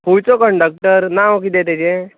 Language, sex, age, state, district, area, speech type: Goan Konkani, male, 18-30, Goa, Tiswadi, rural, conversation